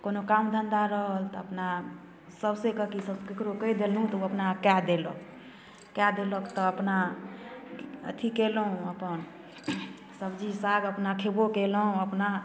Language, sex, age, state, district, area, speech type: Maithili, female, 30-45, Bihar, Darbhanga, rural, spontaneous